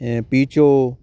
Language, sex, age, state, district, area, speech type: Punjabi, male, 30-45, Punjab, Shaheed Bhagat Singh Nagar, urban, spontaneous